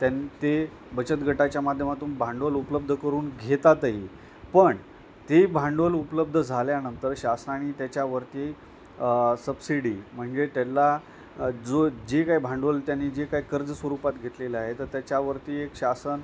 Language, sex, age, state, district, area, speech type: Marathi, male, 45-60, Maharashtra, Nanded, rural, spontaneous